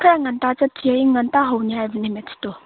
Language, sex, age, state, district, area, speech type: Manipuri, female, 18-30, Manipur, Chandel, rural, conversation